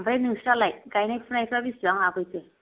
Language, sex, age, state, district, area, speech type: Bodo, female, 30-45, Assam, Kokrajhar, rural, conversation